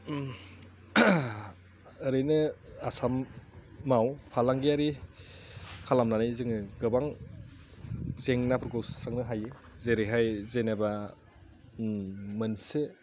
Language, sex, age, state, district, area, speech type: Bodo, male, 30-45, Assam, Udalguri, urban, spontaneous